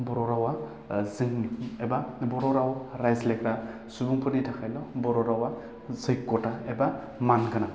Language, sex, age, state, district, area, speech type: Bodo, male, 18-30, Assam, Baksa, urban, spontaneous